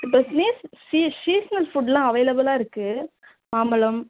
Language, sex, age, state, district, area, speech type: Tamil, female, 18-30, Tamil Nadu, Tiruvallur, urban, conversation